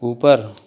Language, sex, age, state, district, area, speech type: Hindi, male, 30-45, Uttar Pradesh, Chandauli, urban, read